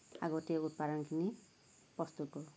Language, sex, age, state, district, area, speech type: Assamese, female, 60+, Assam, Lakhimpur, rural, spontaneous